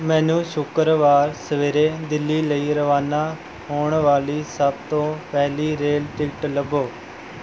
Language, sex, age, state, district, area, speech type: Punjabi, male, 18-30, Punjab, Mohali, rural, read